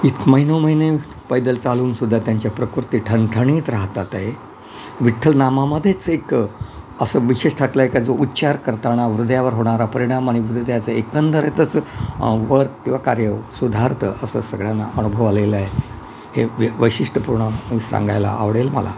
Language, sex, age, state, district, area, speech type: Marathi, male, 60+, Maharashtra, Yavatmal, urban, spontaneous